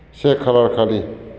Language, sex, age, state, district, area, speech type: Bodo, male, 45-60, Assam, Baksa, urban, spontaneous